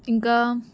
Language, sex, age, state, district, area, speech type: Telugu, female, 18-30, Telangana, Narayanpet, rural, spontaneous